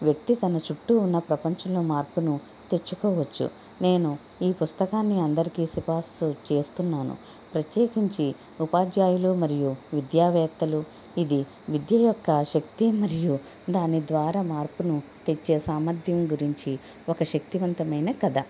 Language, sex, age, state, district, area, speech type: Telugu, female, 45-60, Andhra Pradesh, Konaseema, rural, spontaneous